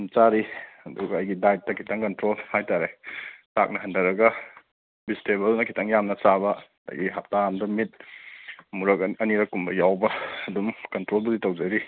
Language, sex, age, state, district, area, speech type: Manipuri, male, 30-45, Manipur, Kangpokpi, urban, conversation